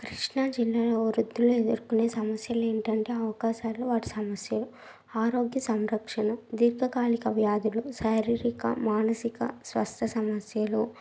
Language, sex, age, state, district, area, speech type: Telugu, female, 30-45, Andhra Pradesh, Krishna, urban, spontaneous